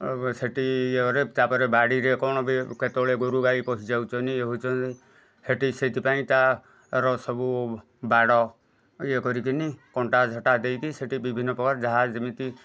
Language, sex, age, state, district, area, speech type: Odia, male, 45-60, Odisha, Kendujhar, urban, spontaneous